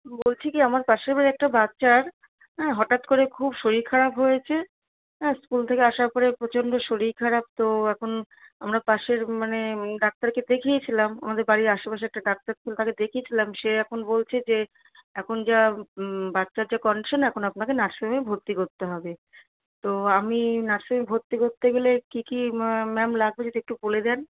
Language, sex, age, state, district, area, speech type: Bengali, female, 45-60, West Bengal, Darjeeling, rural, conversation